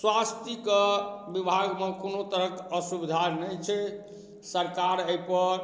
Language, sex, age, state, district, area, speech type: Maithili, male, 45-60, Bihar, Darbhanga, rural, spontaneous